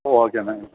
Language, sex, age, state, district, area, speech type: Tamil, male, 45-60, Tamil Nadu, Thanjavur, urban, conversation